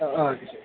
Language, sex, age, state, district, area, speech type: Malayalam, male, 18-30, Kerala, Kasaragod, rural, conversation